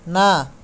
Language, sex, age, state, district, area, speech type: Odia, male, 45-60, Odisha, Khordha, rural, read